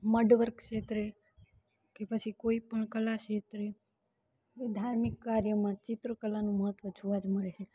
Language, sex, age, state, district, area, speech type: Gujarati, female, 18-30, Gujarat, Rajkot, rural, spontaneous